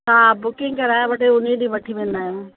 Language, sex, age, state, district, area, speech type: Sindhi, female, 45-60, Uttar Pradesh, Lucknow, urban, conversation